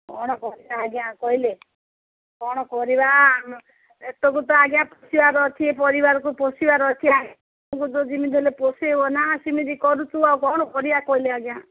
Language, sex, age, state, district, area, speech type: Odia, female, 45-60, Odisha, Sundergarh, rural, conversation